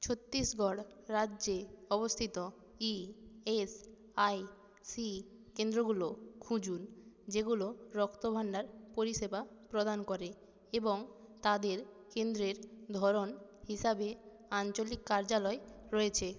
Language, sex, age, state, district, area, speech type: Bengali, female, 18-30, West Bengal, Jalpaiguri, rural, read